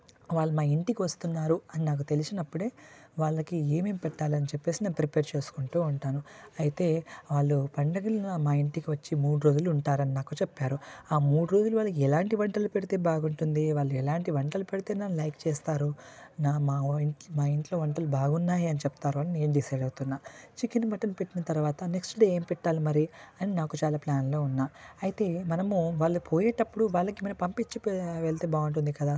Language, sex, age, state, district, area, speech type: Telugu, male, 18-30, Telangana, Nalgonda, rural, spontaneous